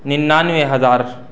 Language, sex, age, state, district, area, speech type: Urdu, male, 30-45, Uttar Pradesh, Saharanpur, urban, spontaneous